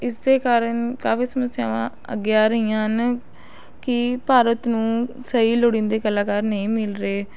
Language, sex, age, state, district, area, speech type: Punjabi, female, 18-30, Punjab, Rupnagar, urban, spontaneous